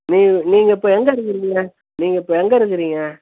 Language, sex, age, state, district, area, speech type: Tamil, male, 60+, Tamil Nadu, Perambalur, urban, conversation